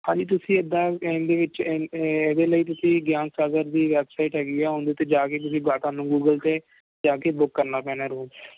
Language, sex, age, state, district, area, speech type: Punjabi, male, 18-30, Punjab, Firozpur, urban, conversation